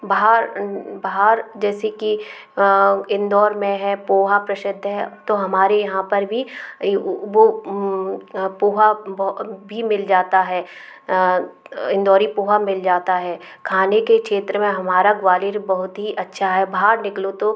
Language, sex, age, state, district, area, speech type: Hindi, female, 30-45, Madhya Pradesh, Gwalior, urban, spontaneous